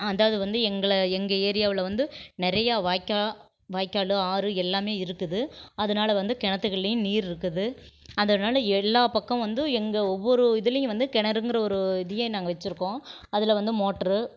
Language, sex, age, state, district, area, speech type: Tamil, female, 45-60, Tamil Nadu, Erode, rural, spontaneous